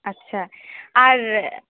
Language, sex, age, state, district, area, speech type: Bengali, female, 18-30, West Bengal, Paschim Medinipur, rural, conversation